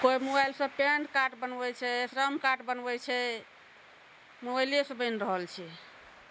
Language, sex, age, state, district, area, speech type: Maithili, female, 45-60, Bihar, Araria, rural, spontaneous